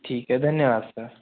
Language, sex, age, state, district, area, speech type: Hindi, male, 18-30, Madhya Pradesh, Betul, rural, conversation